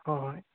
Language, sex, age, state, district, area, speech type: Manipuri, male, 30-45, Manipur, Thoubal, rural, conversation